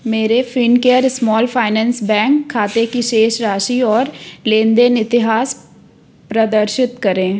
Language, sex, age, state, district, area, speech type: Hindi, female, 30-45, Madhya Pradesh, Jabalpur, urban, read